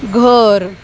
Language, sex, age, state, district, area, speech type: Marathi, female, 30-45, Maharashtra, Mumbai Suburban, urban, read